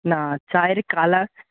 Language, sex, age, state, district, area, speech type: Bengali, male, 30-45, West Bengal, Paschim Medinipur, rural, conversation